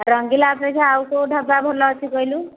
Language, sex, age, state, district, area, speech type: Odia, female, 60+, Odisha, Dhenkanal, rural, conversation